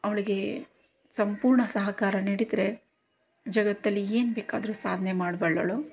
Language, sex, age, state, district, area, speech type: Kannada, female, 30-45, Karnataka, Davanagere, rural, spontaneous